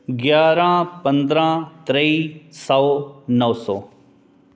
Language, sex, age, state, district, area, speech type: Dogri, male, 30-45, Jammu and Kashmir, Reasi, urban, spontaneous